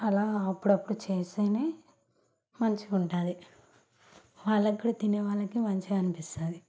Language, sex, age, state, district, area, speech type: Telugu, female, 18-30, Telangana, Nalgonda, rural, spontaneous